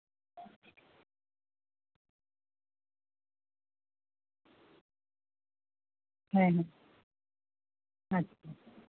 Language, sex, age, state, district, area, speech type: Santali, female, 45-60, West Bengal, Uttar Dinajpur, rural, conversation